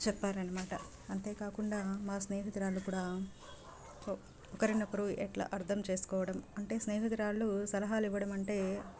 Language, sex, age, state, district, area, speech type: Telugu, female, 30-45, Andhra Pradesh, Sri Balaji, rural, spontaneous